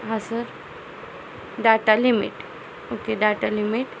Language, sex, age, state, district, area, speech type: Marathi, female, 18-30, Maharashtra, Satara, rural, spontaneous